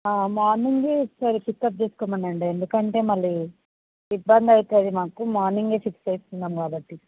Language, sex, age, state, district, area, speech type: Telugu, female, 18-30, Telangana, Vikarabad, urban, conversation